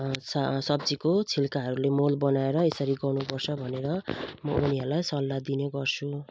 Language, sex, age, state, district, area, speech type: Nepali, female, 45-60, West Bengal, Jalpaiguri, rural, spontaneous